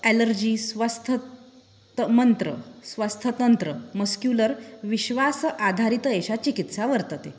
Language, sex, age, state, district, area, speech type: Sanskrit, female, 30-45, Maharashtra, Nagpur, urban, spontaneous